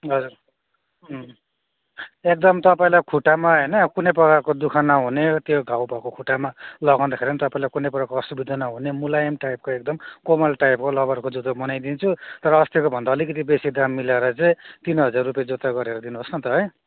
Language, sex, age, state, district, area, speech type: Nepali, male, 18-30, West Bengal, Darjeeling, rural, conversation